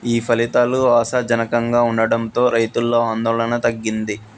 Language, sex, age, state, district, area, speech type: Telugu, male, 18-30, Andhra Pradesh, Krishna, urban, read